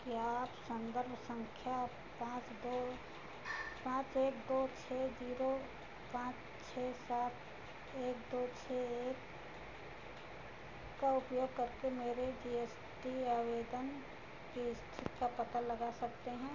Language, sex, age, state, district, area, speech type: Hindi, female, 60+, Uttar Pradesh, Ayodhya, urban, read